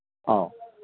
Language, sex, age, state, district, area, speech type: Manipuri, male, 60+, Manipur, Kangpokpi, urban, conversation